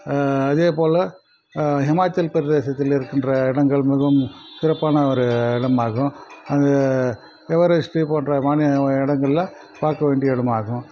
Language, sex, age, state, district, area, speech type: Tamil, male, 45-60, Tamil Nadu, Krishnagiri, rural, spontaneous